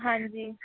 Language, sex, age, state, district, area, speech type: Punjabi, female, 18-30, Punjab, Shaheed Bhagat Singh Nagar, rural, conversation